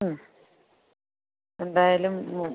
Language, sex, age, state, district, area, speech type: Malayalam, female, 30-45, Kerala, Alappuzha, rural, conversation